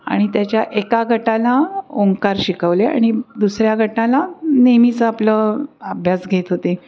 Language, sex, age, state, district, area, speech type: Marathi, female, 60+, Maharashtra, Pune, urban, spontaneous